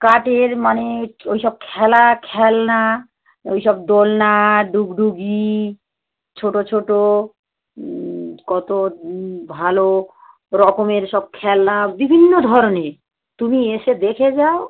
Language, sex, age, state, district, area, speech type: Bengali, female, 45-60, West Bengal, South 24 Parganas, rural, conversation